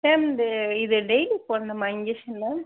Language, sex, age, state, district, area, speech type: Tamil, female, 60+, Tamil Nadu, Mayiladuthurai, rural, conversation